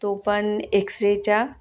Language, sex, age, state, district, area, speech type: Marathi, female, 30-45, Maharashtra, Wardha, urban, spontaneous